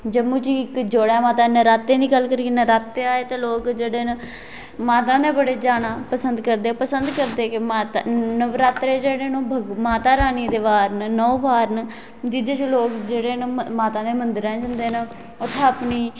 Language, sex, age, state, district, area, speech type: Dogri, female, 18-30, Jammu and Kashmir, Kathua, rural, spontaneous